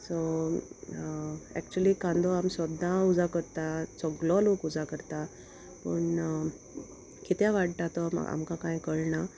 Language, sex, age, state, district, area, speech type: Goan Konkani, female, 30-45, Goa, Salcete, rural, spontaneous